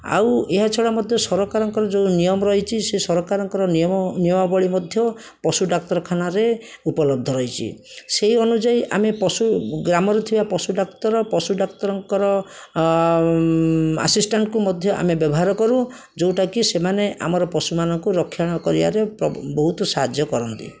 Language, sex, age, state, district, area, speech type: Odia, male, 60+, Odisha, Jajpur, rural, spontaneous